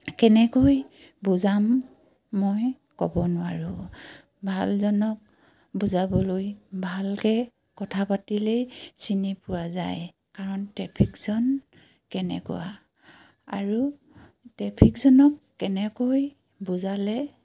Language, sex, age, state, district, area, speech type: Assamese, female, 45-60, Assam, Dibrugarh, rural, spontaneous